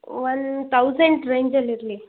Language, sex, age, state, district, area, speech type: Kannada, female, 18-30, Karnataka, Tumkur, urban, conversation